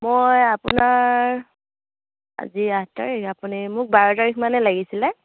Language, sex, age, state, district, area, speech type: Assamese, female, 18-30, Assam, Morigaon, rural, conversation